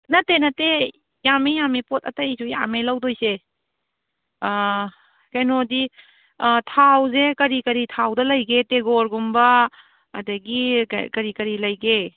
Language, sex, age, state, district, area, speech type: Manipuri, female, 18-30, Manipur, Kangpokpi, urban, conversation